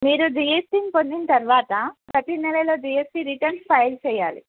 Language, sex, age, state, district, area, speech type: Telugu, female, 30-45, Telangana, Bhadradri Kothagudem, urban, conversation